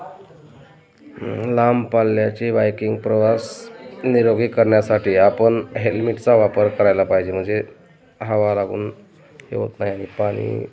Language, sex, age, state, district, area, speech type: Marathi, male, 30-45, Maharashtra, Beed, rural, spontaneous